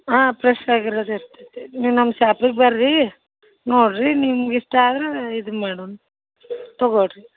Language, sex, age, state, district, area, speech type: Kannada, female, 30-45, Karnataka, Dharwad, urban, conversation